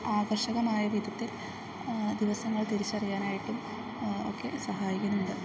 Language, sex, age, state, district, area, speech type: Malayalam, female, 30-45, Kerala, Idukki, rural, spontaneous